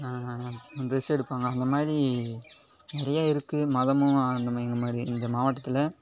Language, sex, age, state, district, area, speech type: Tamil, male, 18-30, Tamil Nadu, Cuddalore, rural, spontaneous